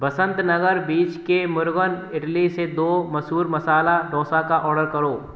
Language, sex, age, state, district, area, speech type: Hindi, male, 18-30, Rajasthan, Bharatpur, rural, read